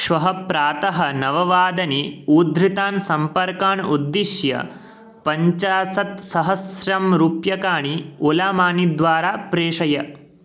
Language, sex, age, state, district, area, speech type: Sanskrit, male, 18-30, West Bengal, Purba Medinipur, rural, read